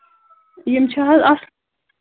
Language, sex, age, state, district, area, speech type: Kashmiri, female, 18-30, Jammu and Kashmir, Kulgam, rural, conversation